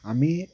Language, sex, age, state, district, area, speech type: Bengali, male, 30-45, West Bengal, Cooch Behar, urban, spontaneous